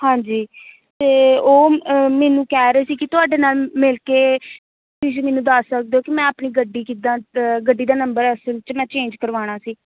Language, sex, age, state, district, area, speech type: Punjabi, female, 18-30, Punjab, Gurdaspur, rural, conversation